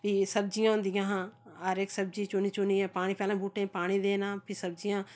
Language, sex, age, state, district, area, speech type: Dogri, female, 45-60, Jammu and Kashmir, Samba, rural, spontaneous